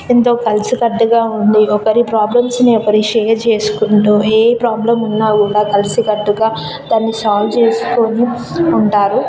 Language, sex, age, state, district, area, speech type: Telugu, female, 18-30, Telangana, Jayashankar, rural, spontaneous